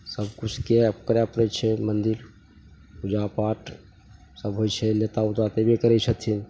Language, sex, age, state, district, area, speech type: Maithili, male, 45-60, Bihar, Begusarai, urban, spontaneous